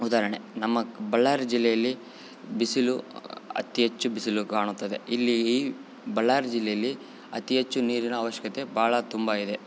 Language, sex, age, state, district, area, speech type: Kannada, male, 18-30, Karnataka, Bellary, rural, spontaneous